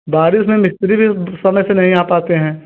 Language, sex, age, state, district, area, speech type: Hindi, male, 30-45, Uttar Pradesh, Ayodhya, rural, conversation